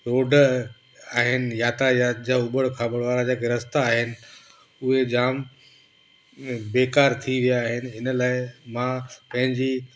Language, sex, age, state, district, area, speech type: Sindhi, male, 18-30, Gujarat, Kutch, rural, spontaneous